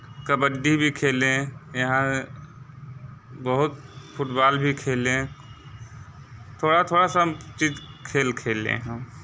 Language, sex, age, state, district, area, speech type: Hindi, male, 30-45, Uttar Pradesh, Mirzapur, rural, spontaneous